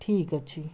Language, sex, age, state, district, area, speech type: Odia, male, 18-30, Odisha, Bhadrak, rural, spontaneous